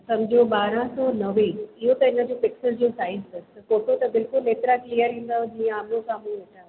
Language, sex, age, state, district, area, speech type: Sindhi, female, 30-45, Rajasthan, Ajmer, urban, conversation